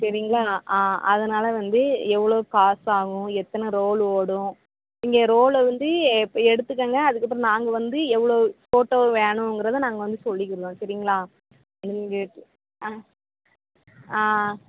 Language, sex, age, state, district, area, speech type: Tamil, female, 30-45, Tamil Nadu, Thoothukudi, urban, conversation